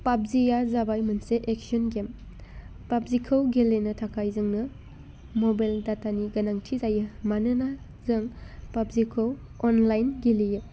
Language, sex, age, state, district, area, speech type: Bodo, female, 18-30, Assam, Udalguri, urban, spontaneous